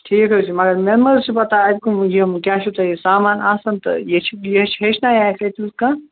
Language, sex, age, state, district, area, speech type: Kashmiri, male, 18-30, Jammu and Kashmir, Kupwara, rural, conversation